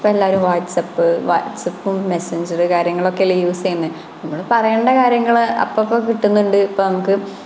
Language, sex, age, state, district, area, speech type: Malayalam, female, 18-30, Kerala, Malappuram, rural, spontaneous